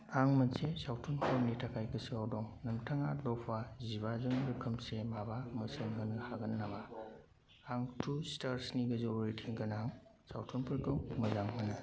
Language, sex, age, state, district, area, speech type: Bodo, male, 18-30, Assam, Kokrajhar, rural, read